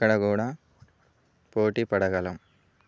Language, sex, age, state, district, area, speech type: Telugu, male, 18-30, Telangana, Bhadradri Kothagudem, rural, spontaneous